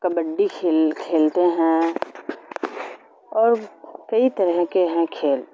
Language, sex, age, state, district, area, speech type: Urdu, female, 45-60, Bihar, Supaul, rural, spontaneous